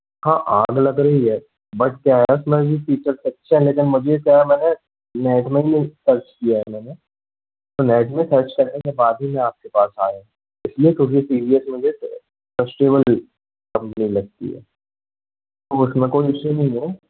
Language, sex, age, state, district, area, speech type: Hindi, male, 18-30, Madhya Pradesh, Jabalpur, urban, conversation